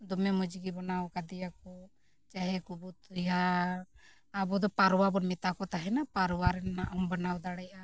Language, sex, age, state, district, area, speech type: Santali, female, 45-60, Jharkhand, Bokaro, rural, spontaneous